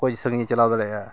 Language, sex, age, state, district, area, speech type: Santali, male, 45-60, Jharkhand, Bokaro, rural, spontaneous